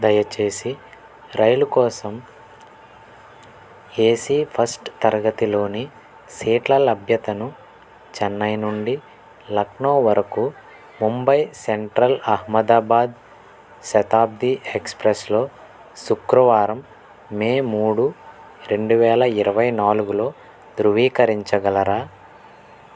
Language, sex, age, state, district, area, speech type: Telugu, male, 18-30, Andhra Pradesh, N T Rama Rao, urban, read